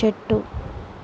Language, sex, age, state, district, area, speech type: Telugu, female, 30-45, Telangana, Mancherial, rural, read